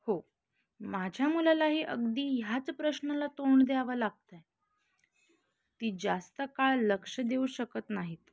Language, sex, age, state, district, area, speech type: Marathi, female, 18-30, Maharashtra, Nashik, urban, read